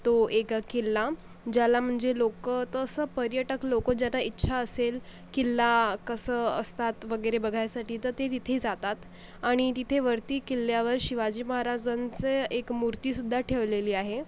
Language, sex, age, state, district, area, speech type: Marathi, female, 45-60, Maharashtra, Akola, rural, spontaneous